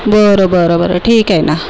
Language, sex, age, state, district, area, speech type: Marathi, female, 45-60, Maharashtra, Nagpur, urban, spontaneous